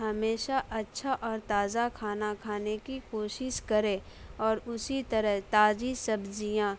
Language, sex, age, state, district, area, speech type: Urdu, female, 18-30, Bihar, Saharsa, rural, spontaneous